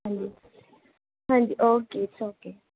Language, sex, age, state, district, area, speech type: Punjabi, female, 18-30, Punjab, Pathankot, urban, conversation